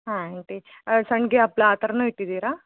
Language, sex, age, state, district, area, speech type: Kannada, female, 45-60, Karnataka, Chitradurga, rural, conversation